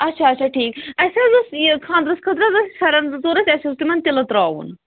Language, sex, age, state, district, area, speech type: Kashmiri, female, 30-45, Jammu and Kashmir, Pulwama, rural, conversation